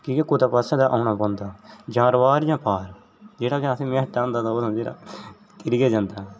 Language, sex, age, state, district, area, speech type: Dogri, male, 18-30, Jammu and Kashmir, Jammu, rural, spontaneous